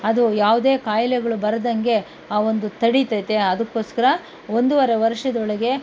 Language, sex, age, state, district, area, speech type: Kannada, female, 45-60, Karnataka, Kolar, rural, spontaneous